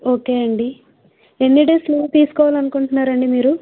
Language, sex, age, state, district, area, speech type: Telugu, female, 30-45, Andhra Pradesh, Vizianagaram, rural, conversation